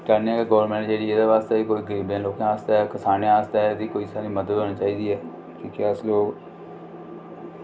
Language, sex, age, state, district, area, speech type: Dogri, male, 45-60, Jammu and Kashmir, Reasi, rural, spontaneous